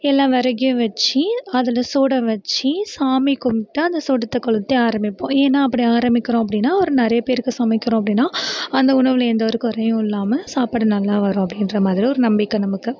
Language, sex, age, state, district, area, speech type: Tamil, female, 18-30, Tamil Nadu, Mayiladuthurai, rural, spontaneous